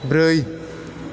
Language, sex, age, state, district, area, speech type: Bodo, male, 18-30, Assam, Chirang, rural, read